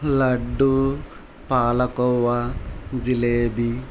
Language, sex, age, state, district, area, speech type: Telugu, male, 30-45, Andhra Pradesh, Kurnool, rural, spontaneous